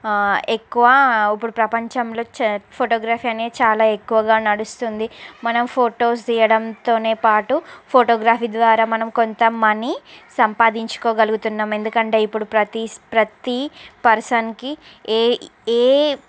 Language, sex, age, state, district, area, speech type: Telugu, female, 45-60, Andhra Pradesh, Srikakulam, urban, spontaneous